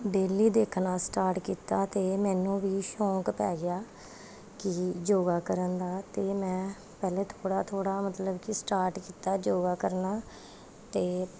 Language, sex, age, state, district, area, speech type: Punjabi, female, 30-45, Punjab, Gurdaspur, urban, spontaneous